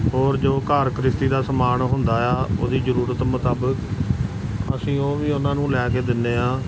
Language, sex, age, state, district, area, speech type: Punjabi, male, 45-60, Punjab, Gurdaspur, urban, spontaneous